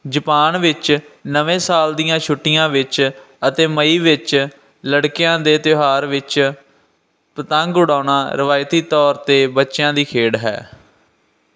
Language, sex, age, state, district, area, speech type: Punjabi, male, 18-30, Punjab, Firozpur, urban, read